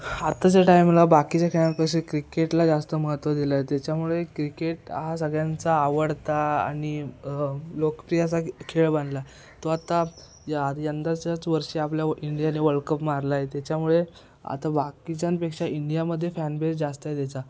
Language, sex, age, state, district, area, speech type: Marathi, male, 18-30, Maharashtra, Ratnagiri, rural, spontaneous